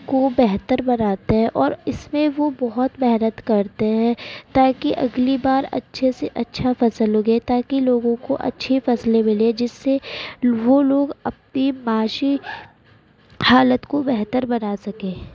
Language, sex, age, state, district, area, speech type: Urdu, female, 18-30, Uttar Pradesh, Gautam Buddha Nagar, urban, spontaneous